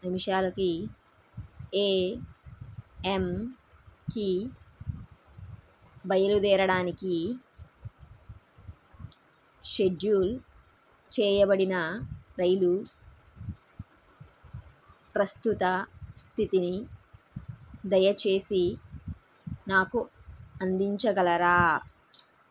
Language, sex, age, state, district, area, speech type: Telugu, female, 30-45, Andhra Pradesh, N T Rama Rao, urban, read